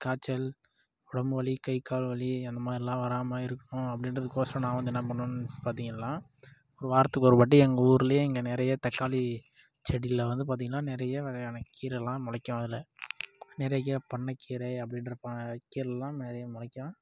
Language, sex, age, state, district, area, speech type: Tamil, male, 18-30, Tamil Nadu, Dharmapuri, rural, spontaneous